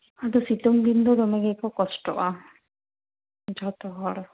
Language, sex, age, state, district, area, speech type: Santali, female, 18-30, West Bengal, Jhargram, rural, conversation